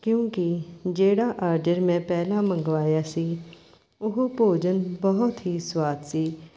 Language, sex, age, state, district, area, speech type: Punjabi, female, 60+, Punjab, Mohali, urban, spontaneous